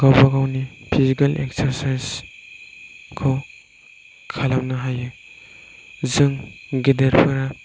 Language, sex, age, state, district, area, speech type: Bodo, male, 18-30, Assam, Chirang, rural, spontaneous